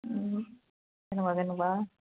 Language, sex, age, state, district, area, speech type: Assamese, female, 45-60, Assam, Dibrugarh, urban, conversation